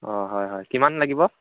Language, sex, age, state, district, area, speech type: Assamese, male, 18-30, Assam, Majuli, urban, conversation